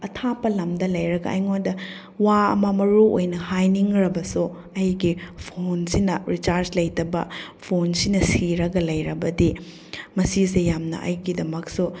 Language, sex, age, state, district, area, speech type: Manipuri, female, 30-45, Manipur, Chandel, rural, spontaneous